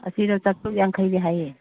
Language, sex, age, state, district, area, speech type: Manipuri, female, 60+, Manipur, Kangpokpi, urban, conversation